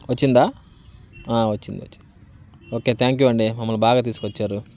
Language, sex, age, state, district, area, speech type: Telugu, male, 30-45, Andhra Pradesh, Bapatla, urban, spontaneous